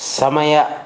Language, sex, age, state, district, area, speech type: Kannada, male, 60+, Karnataka, Bidar, urban, read